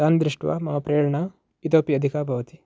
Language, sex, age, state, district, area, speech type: Sanskrit, male, 18-30, Karnataka, Uttara Kannada, urban, spontaneous